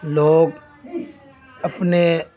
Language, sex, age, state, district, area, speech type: Urdu, male, 30-45, Uttar Pradesh, Ghaziabad, urban, spontaneous